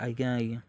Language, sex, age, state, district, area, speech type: Odia, male, 30-45, Odisha, Balangir, urban, spontaneous